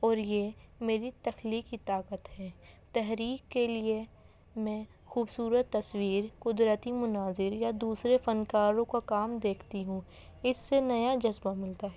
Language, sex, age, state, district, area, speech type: Urdu, female, 18-30, Delhi, North East Delhi, urban, spontaneous